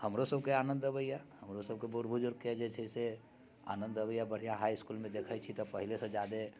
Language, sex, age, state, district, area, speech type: Maithili, male, 45-60, Bihar, Muzaffarpur, urban, spontaneous